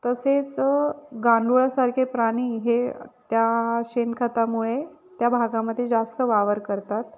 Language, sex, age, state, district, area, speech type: Marathi, female, 30-45, Maharashtra, Nashik, urban, spontaneous